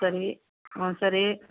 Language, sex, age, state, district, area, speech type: Tamil, female, 45-60, Tamil Nadu, Viluppuram, rural, conversation